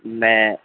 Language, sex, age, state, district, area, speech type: Urdu, male, 60+, Bihar, Madhubani, urban, conversation